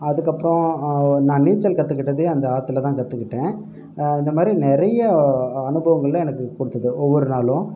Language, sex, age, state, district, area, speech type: Tamil, male, 18-30, Tamil Nadu, Pudukkottai, rural, spontaneous